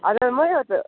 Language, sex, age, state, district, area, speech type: Nepali, male, 18-30, West Bengal, Darjeeling, rural, conversation